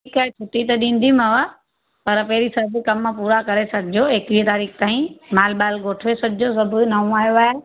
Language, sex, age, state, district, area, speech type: Sindhi, female, 30-45, Gujarat, Surat, urban, conversation